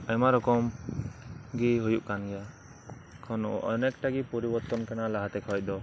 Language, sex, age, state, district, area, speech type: Santali, male, 18-30, West Bengal, Birbhum, rural, spontaneous